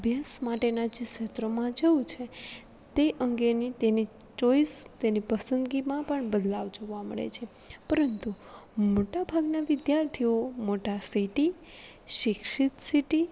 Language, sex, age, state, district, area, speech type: Gujarati, female, 18-30, Gujarat, Rajkot, rural, spontaneous